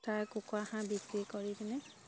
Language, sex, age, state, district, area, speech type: Assamese, female, 30-45, Assam, Sivasagar, rural, spontaneous